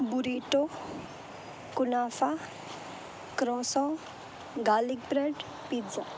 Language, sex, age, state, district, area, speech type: Gujarati, female, 18-30, Gujarat, Rajkot, urban, spontaneous